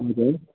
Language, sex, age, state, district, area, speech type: Nepali, male, 18-30, West Bengal, Darjeeling, rural, conversation